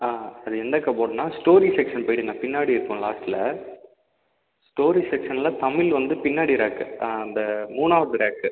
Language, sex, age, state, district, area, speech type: Tamil, male, 30-45, Tamil Nadu, Viluppuram, urban, conversation